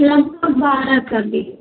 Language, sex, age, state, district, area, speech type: Hindi, female, 45-60, Uttar Pradesh, Ayodhya, rural, conversation